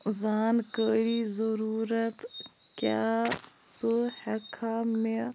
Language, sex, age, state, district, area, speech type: Kashmiri, female, 18-30, Jammu and Kashmir, Bandipora, rural, read